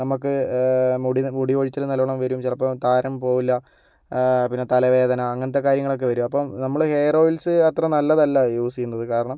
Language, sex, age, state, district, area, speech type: Malayalam, male, 60+, Kerala, Kozhikode, urban, spontaneous